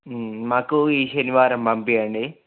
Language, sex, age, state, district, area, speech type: Telugu, male, 18-30, Telangana, Ranga Reddy, urban, conversation